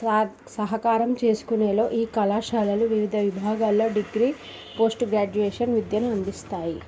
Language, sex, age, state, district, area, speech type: Telugu, female, 30-45, Andhra Pradesh, East Godavari, rural, spontaneous